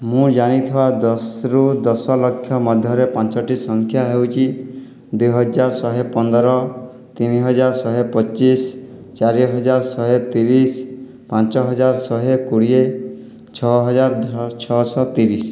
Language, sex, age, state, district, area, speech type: Odia, male, 60+, Odisha, Boudh, rural, spontaneous